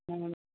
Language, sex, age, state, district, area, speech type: Assamese, female, 45-60, Assam, Golaghat, urban, conversation